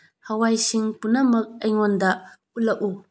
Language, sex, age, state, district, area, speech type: Manipuri, female, 30-45, Manipur, Bishnupur, rural, read